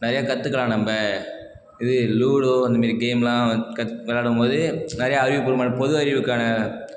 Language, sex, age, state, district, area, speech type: Tamil, male, 30-45, Tamil Nadu, Cuddalore, rural, spontaneous